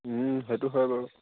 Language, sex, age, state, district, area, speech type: Assamese, male, 18-30, Assam, Lakhimpur, urban, conversation